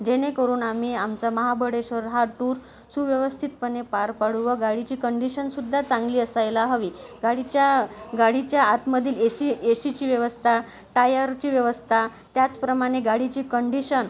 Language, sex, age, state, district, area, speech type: Marathi, female, 30-45, Maharashtra, Amravati, urban, spontaneous